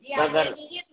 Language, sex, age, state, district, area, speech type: Hindi, male, 18-30, Rajasthan, Jaipur, urban, conversation